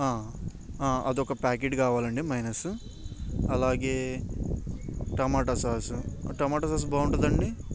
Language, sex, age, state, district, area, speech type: Telugu, male, 18-30, Andhra Pradesh, Bapatla, urban, spontaneous